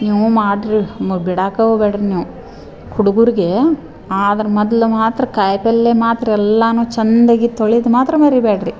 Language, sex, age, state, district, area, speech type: Kannada, female, 45-60, Karnataka, Dharwad, rural, spontaneous